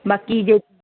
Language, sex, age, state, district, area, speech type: Punjabi, male, 45-60, Punjab, Patiala, urban, conversation